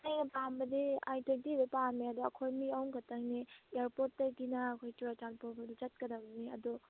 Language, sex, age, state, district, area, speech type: Manipuri, female, 18-30, Manipur, Churachandpur, rural, conversation